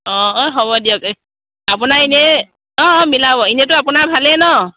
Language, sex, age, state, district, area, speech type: Assamese, female, 30-45, Assam, Biswanath, rural, conversation